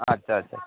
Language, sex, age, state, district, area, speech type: Bengali, male, 30-45, West Bengal, Uttar Dinajpur, urban, conversation